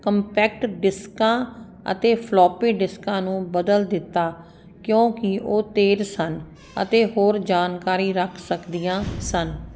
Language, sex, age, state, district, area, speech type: Punjabi, female, 45-60, Punjab, Ludhiana, urban, read